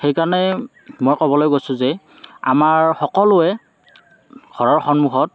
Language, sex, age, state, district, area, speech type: Assamese, male, 30-45, Assam, Morigaon, urban, spontaneous